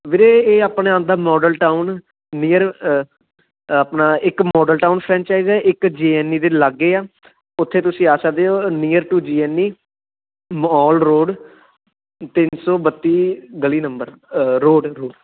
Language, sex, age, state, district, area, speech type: Punjabi, male, 18-30, Punjab, Ludhiana, urban, conversation